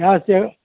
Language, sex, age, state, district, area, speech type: Kannada, male, 60+, Karnataka, Mandya, rural, conversation